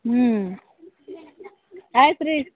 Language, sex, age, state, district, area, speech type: Kannada, female, 60+, Karnataka, Bidar, urban, conversation